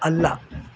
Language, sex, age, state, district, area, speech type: Kannada, female, 60+, Karnataka, Bangalore Urban, rural, read